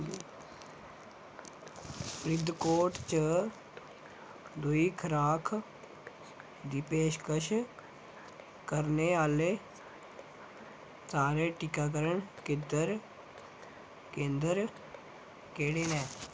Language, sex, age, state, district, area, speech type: Dogri, male, 18-30, Jammu and Kashmir, Samba, rural, read